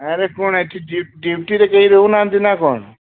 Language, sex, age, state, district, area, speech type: Odia, male, 30-45, Odisha, Sambalpur, rural, conversation